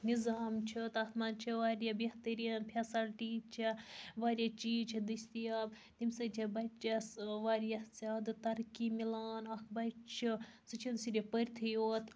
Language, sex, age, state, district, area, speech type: Kashmiri, female, 30-45, Jammu and Kashmir, Baramulla, rural, spontaneous